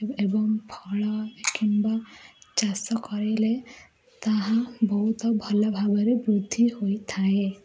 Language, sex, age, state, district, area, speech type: Odia, female, 18-30, Odisha, Ganjam, urban, spontaneous